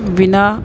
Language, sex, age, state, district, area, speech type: Sanskrit, female, 45-60, Maharashtra, Nagpur, urban, spontaneous